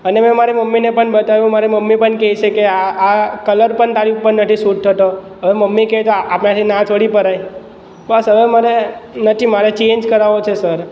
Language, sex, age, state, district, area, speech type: Gujarati, male, 18-30, Gujarat, Surat, urban, spontaneous